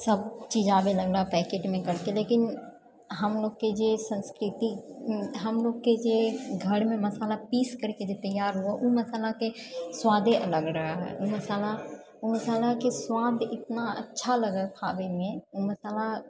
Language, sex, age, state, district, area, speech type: Maithili, female, 18-30, Bihar, Purnia, rural, spontaneous